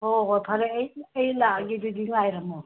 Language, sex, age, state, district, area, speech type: Manipuri, female, 60+, Manipur, Ukhrul, rural, conversation